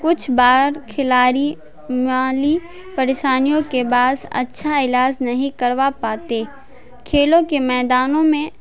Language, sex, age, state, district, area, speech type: Urdu, female, 18-30, Bihar, Madhubani, urban, spontaneous